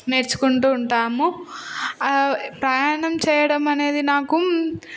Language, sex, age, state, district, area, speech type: Telugu, female, 18-30, Telangana, Hyderabad, urban, spontaneous